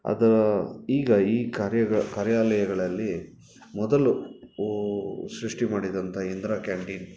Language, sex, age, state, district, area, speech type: Kannada, male, 30-45, Karnataka, Bangalore Urban, urban, spontaneous